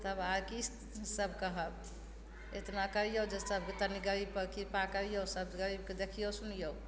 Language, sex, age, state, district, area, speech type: Maithili, female, 45-60, Bihar, Begusarai, urban, spontaneous